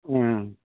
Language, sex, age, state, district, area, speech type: Manipuri, male, 45-60, Manipur, Imphal East, rural, conversation